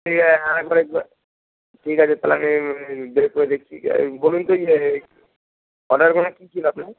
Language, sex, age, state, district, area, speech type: Bengali, male, 45-60, West Bengal, Hooghly, urban, conversation